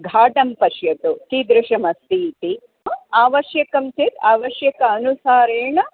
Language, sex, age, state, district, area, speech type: Sanskrit, female, 45-60, Karnataka, Dharwad, urban, conversation